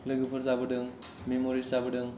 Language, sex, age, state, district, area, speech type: Bodo, male, 18-30, Assam, Kokrajhar, rural, spontaneous